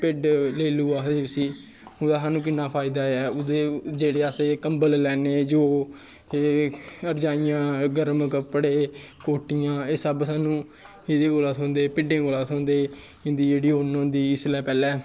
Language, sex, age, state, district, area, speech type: Dogri, male, 18-30, Jammu and Kashmir, Kathua, rural, spontaneous